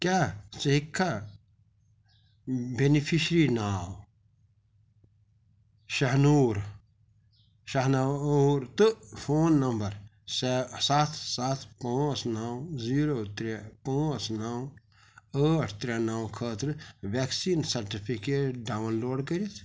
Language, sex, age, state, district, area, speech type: Kashmiri, male, 45-60, Jammu and Kashmir, Pulwama, rural, read